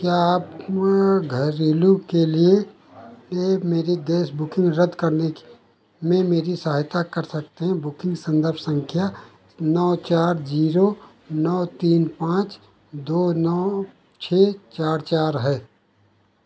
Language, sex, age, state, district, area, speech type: Hindi, male, 60+, Uttar Pradesh, Ayodhya, rural, read